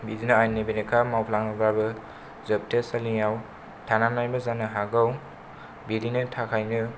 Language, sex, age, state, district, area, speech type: Bodo, male, 18-30, Assam, Kokrajhar, rural, spontaneous